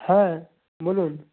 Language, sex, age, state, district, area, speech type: Bengali, male, 18-30, West Bengal, Jalpaiguri, rural, conversation